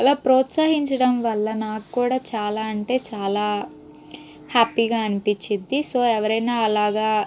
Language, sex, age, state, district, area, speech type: Telugu, female, 18-30, Andhra Pradesh, Guntur, urban, spontaneous